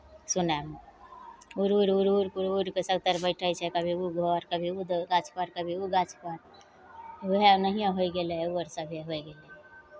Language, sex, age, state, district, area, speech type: Maithili, female, 45-60, Bihar, Begusarai, rural, spontaneous